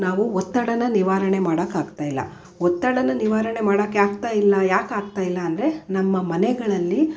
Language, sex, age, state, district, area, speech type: Kannada, female, 45-60, Karnataka, Mysore, urban, spontaneous